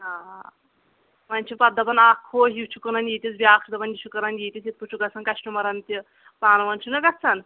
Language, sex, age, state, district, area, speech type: Kashmiri, female, 30-45, Jammu and Kashmir, Anantnag, rural, conversation